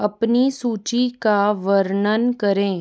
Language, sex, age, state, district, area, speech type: Hindi, female, 30-45, Rajasthan, Jaipur, urban, read